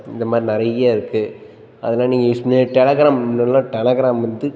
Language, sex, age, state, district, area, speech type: Tamil, male, 18-30, Tamil Nadu, Tiruchirappalli, rural, spontaneous